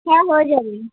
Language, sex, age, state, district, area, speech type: Bengali, female, 18-30, West Bengal, Darjeeling, urban, conversation